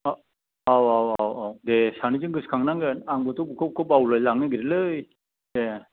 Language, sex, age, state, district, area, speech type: Bodo, male, 45-60, Assam, Kokrajhar, urban, conversation